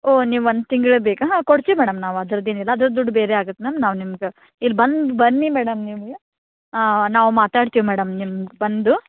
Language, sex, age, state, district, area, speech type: Kannada, female, 18-30, Karnataka, Dharwad, rural, conversation